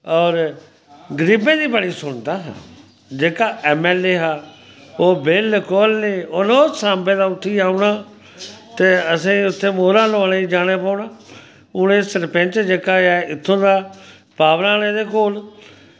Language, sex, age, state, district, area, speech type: Dogri, male, 45-60, Jammu and Kashmir, Samba, rural, spontaneous